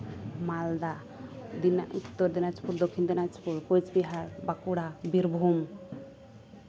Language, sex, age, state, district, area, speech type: Santali, female, 18-30, West Bengal, Malda, rural, spontaneous